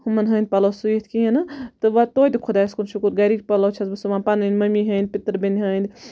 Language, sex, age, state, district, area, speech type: Kashmiri, female, 18-30, Jammu and Kashmir, Budgam, rural, spontaneous